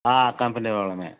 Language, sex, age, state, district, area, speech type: Telugu, male, 60+, Andhra Pradesh, Nellore, rural, conversation